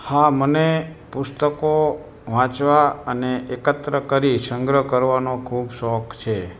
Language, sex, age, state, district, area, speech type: Gujarati, male, 60+, Gujarat, Morbi, rural, spontaneous